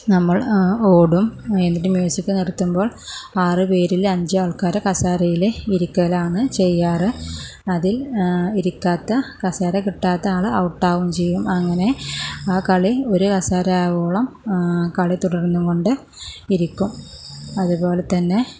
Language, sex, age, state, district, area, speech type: Malayalam, female, 30-45, Kerala, Malappuram, urban, spontaneous